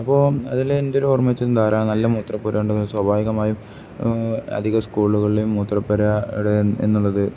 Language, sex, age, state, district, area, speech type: Malayalam, male, 18-30, Kerala, Kozhikode, rural, spontaneous